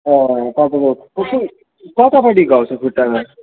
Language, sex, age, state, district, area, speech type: Nepali, male, 18-30, West Bengal, Darjeeling, rural, conversation